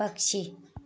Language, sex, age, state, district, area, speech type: Hindi, female, 18-30, Uttar Pradesh, Azamgarh, rural, read